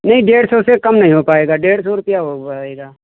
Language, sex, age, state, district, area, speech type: Hindi, male, 45-60, Uttar Pradesh, Lucknow, urban, conversation